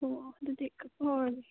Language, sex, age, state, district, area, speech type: Manipuri, female, 30-45, Manipur, Kangpokpi, rural, conversation